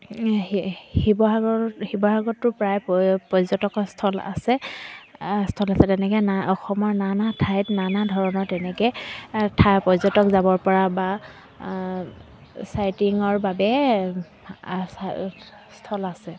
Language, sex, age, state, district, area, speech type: Assamese, female, 30-45, Assam, Dibrugarh, rural, spontaneous